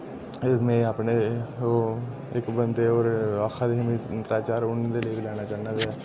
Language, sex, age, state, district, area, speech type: Dogri, male, 18-30, Jammu and Kashmir, Udhampur, rural, spontaneous